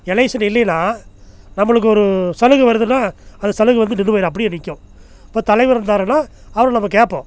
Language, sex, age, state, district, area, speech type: Tamil, male, 60+, Tamil Nadu, Namakkal, rural, spontaneous